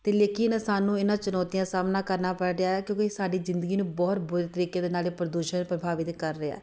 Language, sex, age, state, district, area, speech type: Punjabi, female, 30-45, Punjab, Tarn Taran, urban, spontaneous